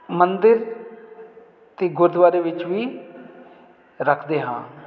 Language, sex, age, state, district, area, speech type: Punjabi, male, 45-60, Punjab, Jalandhar, urban, spontaneous